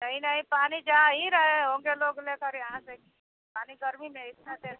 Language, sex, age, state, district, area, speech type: Hindi, female, 60+, Uttar Pradesh, Mau, rural, conversation